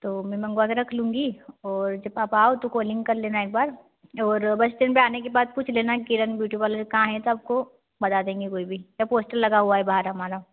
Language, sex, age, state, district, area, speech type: Hindi, female, 18-30, Madhya Pradesh, Ujjain, rural, conversation